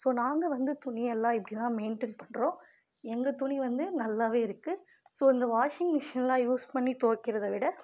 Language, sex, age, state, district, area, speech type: Tamil, female, 18-30, Tamil Nadu, Dharmapuri, rural, spontaneous